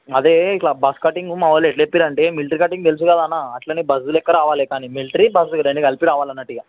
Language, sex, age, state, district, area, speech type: Telugu, male, 18-30, Telangana, Ranga Reddy, urban, conversation